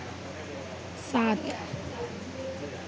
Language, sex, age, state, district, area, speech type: Hindi, female, 18-30, Madhya Pradesh, Harda, urban, read